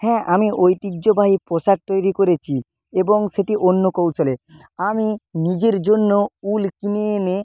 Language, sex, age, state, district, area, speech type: Bengali, male, 18-30, West Bengal, Purba Medinipur, rural, spontaneous